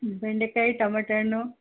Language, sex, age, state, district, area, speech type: Kannada, female, 45-60, Karnataka, Bellary, rural, conversation